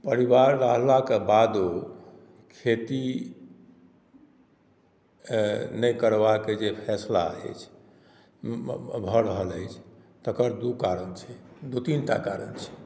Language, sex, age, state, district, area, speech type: Maithili, male, 60+, Bihar, Madhubani, rural, spontaneous